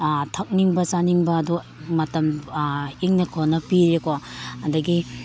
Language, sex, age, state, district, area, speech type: Manipuri, female, 30-45, Manipur, Imphal East, urban, spontaneous